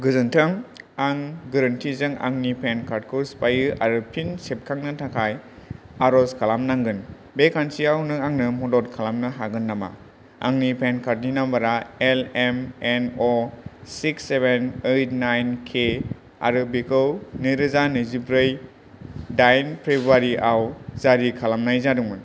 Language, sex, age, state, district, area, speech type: Bodo, male, 18-30, Assam, Kokrajhar, rural, read